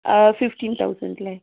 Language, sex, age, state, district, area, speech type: Malayalam, female, 30-45, Kerala, Wayanad, rural, conversation